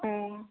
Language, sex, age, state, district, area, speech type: Manipuri, female, 18-30, Manipur, Kangpokpi, urban, conversation